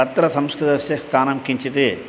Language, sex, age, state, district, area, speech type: Sanskrit, male, 60+, Tamil Nadu, Tiruchirappalli, urban, spontaneous